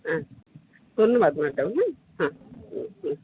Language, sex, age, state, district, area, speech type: Bengali, female, 60+, West Bengal, Purulia, rural, conversation